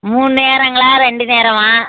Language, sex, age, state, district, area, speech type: Tamil, female, 60+, Tamil Nadu, Tiruppur, rural, conversation